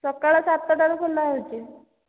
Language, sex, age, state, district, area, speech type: Odia, female, 45-60, Odisha, Boudh, rural, conversation